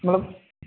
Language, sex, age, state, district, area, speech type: Malayalam, male, 30-45, Kerala, Malappuram, rural, conversation